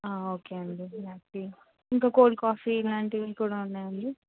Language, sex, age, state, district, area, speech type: Telugu, female, 18-30, Telangana, Adilabad, urban, conversation